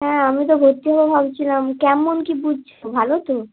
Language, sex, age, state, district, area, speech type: Bengali, female, 18-30, West Bengal, Bankura, urban, conversation